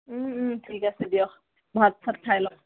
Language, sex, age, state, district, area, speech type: Assamese, female, 18-30, Assam, Dhemaji, rural, conversation